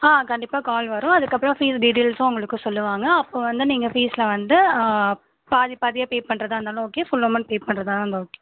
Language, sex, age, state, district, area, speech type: Tamil, female, 18-30, Tamil Nadu, Tiruvarur, rural, conversation